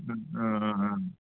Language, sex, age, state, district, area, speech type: Manipuri, male, 60+, Manipur, Kangpokpi, urban, conversation